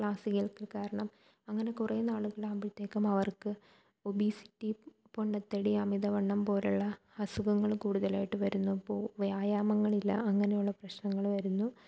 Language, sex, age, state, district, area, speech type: Malayalam, female, 18-30, Kerala, Thiruvananthapuram, rural, spontaneous